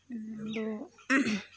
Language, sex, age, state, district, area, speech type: Santali, female, 30-45, Jharkhand, East Singhbhum, rural, spontaneous